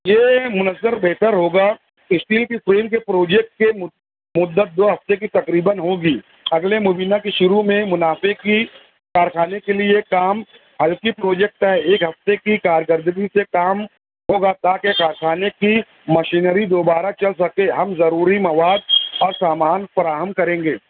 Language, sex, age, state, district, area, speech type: Urdu, male, 45-60, Maharashtra, Nashik, urban, conversation